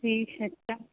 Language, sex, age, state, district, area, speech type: Urdu, female, 18-30, Uttar Pradesh, Mirzapur, rural, conversation